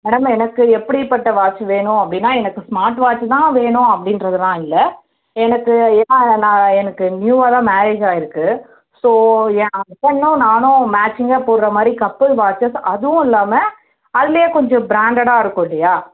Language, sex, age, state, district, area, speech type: Tamil, female, 30-45, Tamil Nadu, Chennai, urban, conversation